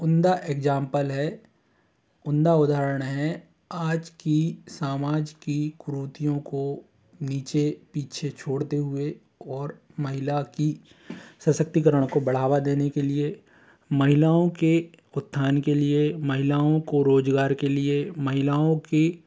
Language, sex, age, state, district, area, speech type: Hindi, male, 18-30, Madhya Pradesh, Bhopal, urban, spontaneous